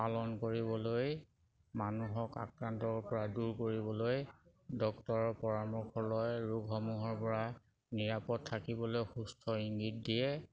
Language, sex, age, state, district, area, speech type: Assamese, male, 45-60, Assam, Sivasagar, rural, spontaneous